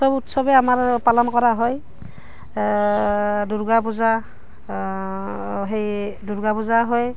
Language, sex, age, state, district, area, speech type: Assamese, female, 30-45, Assam, Barpeta, rural, spontaneous